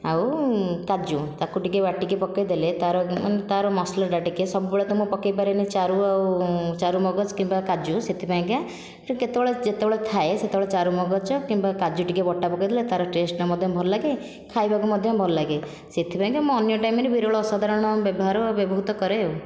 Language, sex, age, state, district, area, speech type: Odia, female, 30-45, Odisha, Khordha, rural, spontaneous